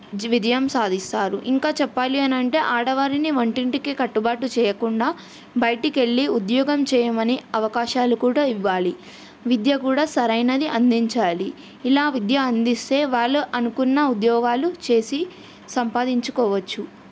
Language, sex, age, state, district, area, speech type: Telugu, female, 18-30, Telangana, Yadadri Bhuvanagiri, urban, spontaneous